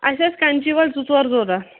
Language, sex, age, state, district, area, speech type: Kashmiri, female, 18-30, Jammu and Kashmir, Anantnag, rural, conversation